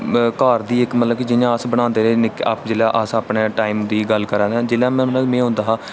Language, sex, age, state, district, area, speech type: Dogri, male, 18-30, Jammu and Kashmir, Reasi, rural, spontaneous